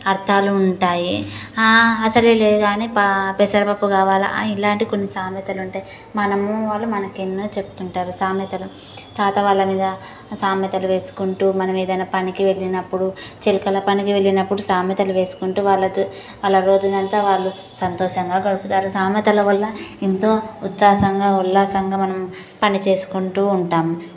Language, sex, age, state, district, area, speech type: Telugu, female, 18-30, Telangana, Nagarkurnool, rural, spontaneous